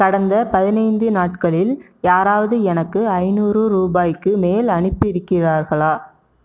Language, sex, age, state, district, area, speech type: Tamil, female, 30-45, Tamil Nadu, Erode, rural, read